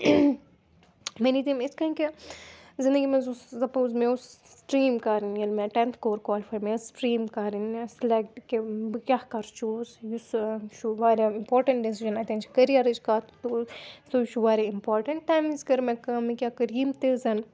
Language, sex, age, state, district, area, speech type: Kashmiri, female, 18-30, Jammu and Kashmir, Srinagar, urban, spontaneous